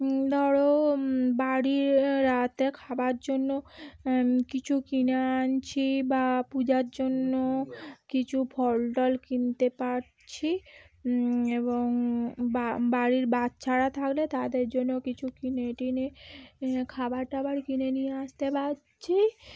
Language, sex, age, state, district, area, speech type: Bengali, female, 30-45, West Bengal, Howrah, urban, spontaneous